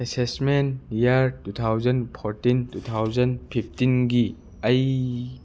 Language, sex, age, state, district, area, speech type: Manipuri, male, 18-30, Manipur, Churachandpur, rural, read